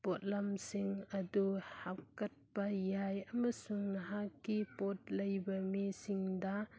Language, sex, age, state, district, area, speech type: Manipuri, female, 30-45, Manipur, Churachandpur, rural, read